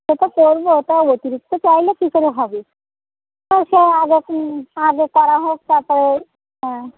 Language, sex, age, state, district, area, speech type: Bengali, female, 45-60, West Bengal, Uttar Dinajpur, urban, conversation